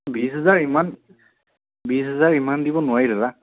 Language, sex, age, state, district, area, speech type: Assamese, male, 18-30, Assam, Sonitpur, rural, conversation